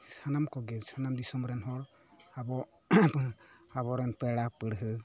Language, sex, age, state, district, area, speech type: Santali, male, 45-60, West Bengal, Bankura, rural, spontaneous